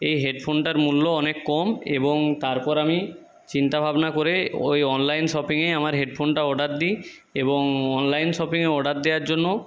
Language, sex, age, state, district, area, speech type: Bengali, male, 30-45, West Bengal, Jhargram, rural, spontaneous